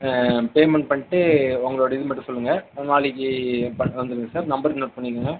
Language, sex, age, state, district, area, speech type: Tamil, male, 18-30, Tamil Nadu, Viluppuram, urban, conversation